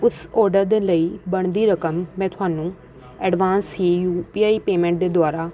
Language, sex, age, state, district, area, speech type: Punjabi, female, 18-30, Punjab, Rupnagar, urban, spontaneous